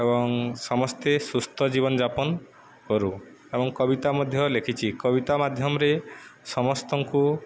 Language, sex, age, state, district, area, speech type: Odia, male, 18-30, Odisha, Subarnapur, urban, spontaneous